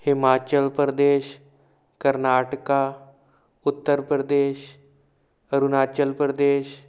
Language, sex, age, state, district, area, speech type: Punjabi, male, 18-30, Punjab, Shaheed Bhagat Singh Nagar, urban, spontaneous